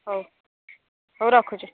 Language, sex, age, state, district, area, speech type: Odia, female, 60+, Odisha, Jharsuguda, rural, conversation